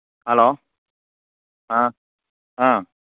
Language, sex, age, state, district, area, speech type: Manipuri, male, 30-45, Manipur, Churachandpur, rural, conversation